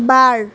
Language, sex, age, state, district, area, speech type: Bodo, female, 30-45, Assam, Chirang, rural, read